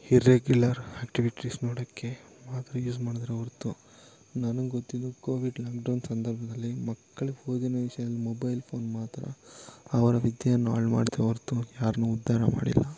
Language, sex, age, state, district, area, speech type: Kannada, male, 18-30, Karnataka, Kolar, rural, spontaneous